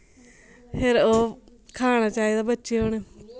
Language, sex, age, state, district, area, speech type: Dogri, female, 18-30, Jammu and Kashmir, Samba, rural, spontaneous